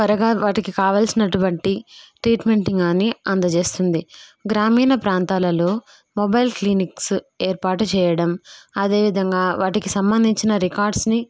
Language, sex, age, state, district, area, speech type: Telugu, female, 18-30, Andhra Pradesh, Kadapa, rural, spontaneous